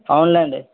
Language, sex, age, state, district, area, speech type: Telugu, male, 18-30, Andhra Pradesh, Kadapa, rural, conversation